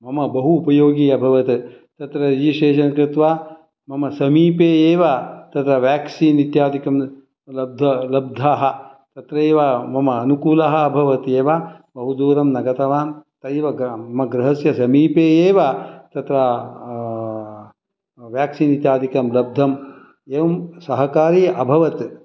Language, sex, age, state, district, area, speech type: Sanskrit, male, 60+, Karnataka, Shimoga, rural, spontaneous